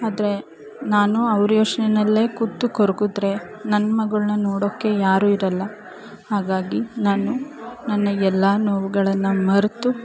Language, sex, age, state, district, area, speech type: Kannada, female, 30-45, Karnataka, Chamarajanagar, rural, spontaneous